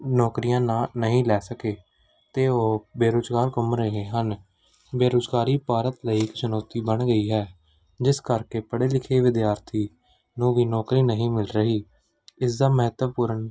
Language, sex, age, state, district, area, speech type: Punjabi, male, 18-30, Punjab, Patiala, urban, spontaneous